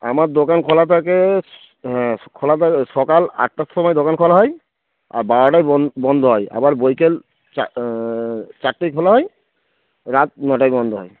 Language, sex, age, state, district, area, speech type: Bengali, male, 30-45, West Bengal, Darjeeling, rural, conversation